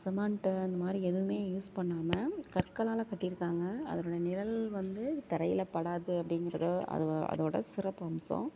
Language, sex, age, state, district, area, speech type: Tamil, female, 45-60, Tamil Nadu, Thanjavur, rural, spontaneous